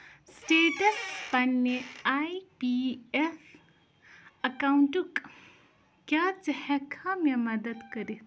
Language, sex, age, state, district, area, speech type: Kashmiri, female, 18-30, Jammu and Kashmir, Ganderbal, rural, read